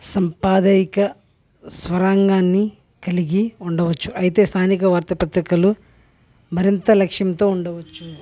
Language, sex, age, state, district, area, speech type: Telugu, male, 30-45, Andhra Pradesh, West Godavari, rural, spontaneous